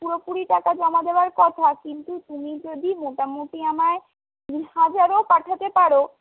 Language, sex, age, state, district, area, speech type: Bengali, female, 45-60, West Bengal, Purulia, urban, conversation